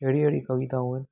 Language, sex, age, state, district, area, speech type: Sindhi, male, 18-30, Gujarat, Junagadh, urban, spontaneous